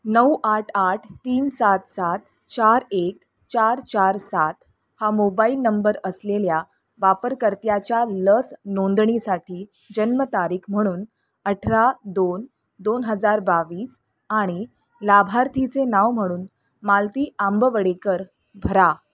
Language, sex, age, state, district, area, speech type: Marathi, female, 30-45, Maharashtra, Mumbai Suburban, urban, read